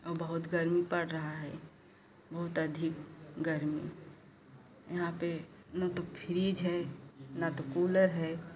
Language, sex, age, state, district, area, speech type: Hindi, female, 45-60, Uttar Pradesh, Pratapgarh, rural, spontaneous